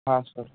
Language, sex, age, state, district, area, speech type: Marathi, male, 30-45, Maharashtra, Gadchiroli, rural, conversation